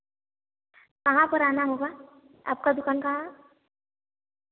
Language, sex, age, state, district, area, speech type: Hindi, female, 18-30, Uttar Pradesh, Varanasi, urban, conversation